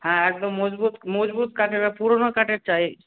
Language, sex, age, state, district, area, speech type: Bengali, male, 45-60, West Bengal, Purba Bardhaman, urban, conversation